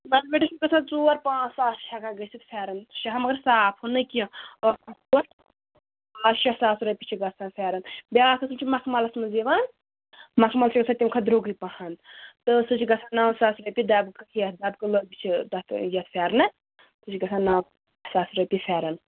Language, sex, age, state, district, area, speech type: Kashmiri, female, 18-30, Jammu and Kashmir, Bandipora, rural, conversation